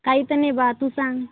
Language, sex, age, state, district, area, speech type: Marathi, female, 18-30, Maharashtra, Amravati, rural, conversation